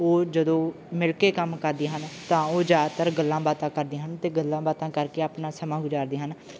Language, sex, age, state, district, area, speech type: Punjabi, male, 18-30, Punjab, Bathinda, rural, spontaneous